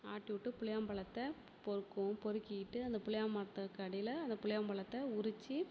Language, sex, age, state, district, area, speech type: Tamil, female, 30-45, Tamil Nadu, Perambalur, rural, spontaneous